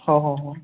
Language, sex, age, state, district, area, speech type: Marathi, male, 18-30, Maharashtra, Buldhana, rural, conversation